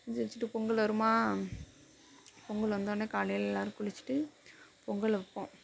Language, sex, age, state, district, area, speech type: Tamil, female, 30-45, Tamil Nadu, Mayiladuthurai, rural, spontaneous